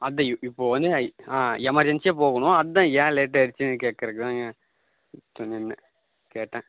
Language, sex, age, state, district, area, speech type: Tamil, male, 18-30, Tamil Nadu, Coimbatore, urban, conversation